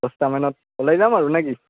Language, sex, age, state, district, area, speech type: Assamese, male, 18-30, Assam, Udalguri, rural, conversation